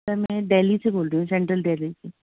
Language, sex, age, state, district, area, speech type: Urdu, female, 30-45, Delhi, North East Delhi, urban, conversation